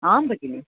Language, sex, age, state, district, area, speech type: Sanskrit, female, 60+, Tamil Nadu, Thanjavur, urban, conversation